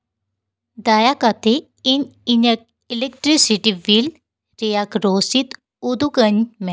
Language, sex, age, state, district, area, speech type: Santali, female, 18-30, West Bengal, Paschim Bardhaman, rural, read